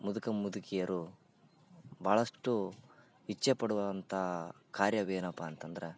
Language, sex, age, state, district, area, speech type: Kannada, male, 18-30, Karnataka, Bellary, rural, spontaneous